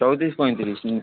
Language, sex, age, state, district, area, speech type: Odia, male, 18-30, Odisha, Puri, urban, conversation